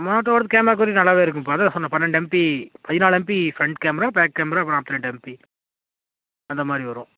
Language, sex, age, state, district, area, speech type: Tamil, male, 18-30, Tamil Nadu, Tiruppur, rural, conversation